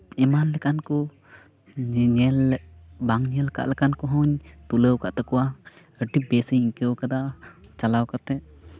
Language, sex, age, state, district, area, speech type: Santali, male, 18-30, West Bengal, Uttar Dinajpur, rural, spontaneous